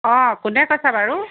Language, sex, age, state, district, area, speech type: Assamese, female, 30-45, Assam, Dhemaji, rural, conversation